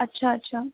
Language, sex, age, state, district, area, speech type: Marathi, female, 18-30, Maharashtra, Solapur, urban, conversation